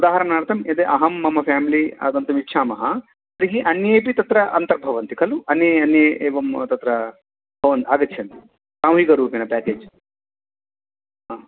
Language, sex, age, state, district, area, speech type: Sanskrit, male, 30-45, Telangana, Nizamabad, urban, conversation